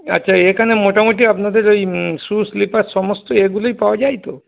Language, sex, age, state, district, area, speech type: Bengali, male, 45-60, West Bengal, Darjeeling, rural, conversation